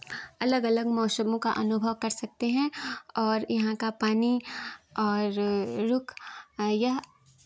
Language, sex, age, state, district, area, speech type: Hindi, female, 18-30, Uttar Pradesh, Chandauli, urban, spontaneous